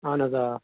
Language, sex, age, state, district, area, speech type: Kashmiri, male, 30-45, Jammu and Kashmir, Srinagar, urban, conversation